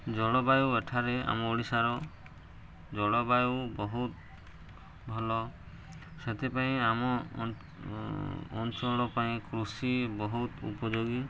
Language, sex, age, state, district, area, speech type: Odia, male, 30-45, Odisha, Subarnapur, urban, spontaneous